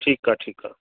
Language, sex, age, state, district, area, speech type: Sindhi, male, 60+, Gujarat, Kutch, urban, conversation